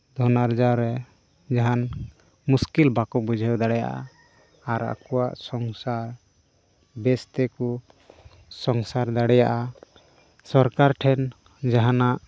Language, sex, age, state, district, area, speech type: Santali, male, 18-30, Jharkhand, Pakur, rural, spontaneous